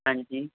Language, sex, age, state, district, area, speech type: Punjabi, male, 18-30, Punjab, Muktsar, urban, conversation